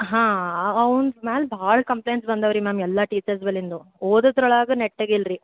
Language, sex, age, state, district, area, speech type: Kannada, female, 18-30, Karnataka, Gulbarga, urban, conversation